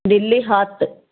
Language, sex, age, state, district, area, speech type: Telugu, female, 30-45, Andhra Pradesh, Bapatla, urban, conversation